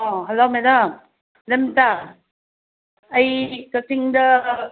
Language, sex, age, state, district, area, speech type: Manipuri, female, 30-45, Manipur, Kakching, rural, conversation